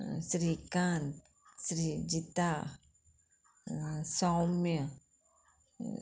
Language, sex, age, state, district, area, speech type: Goan Konkani, female, 45-60, Goa, Murmgao, urban, spontaneous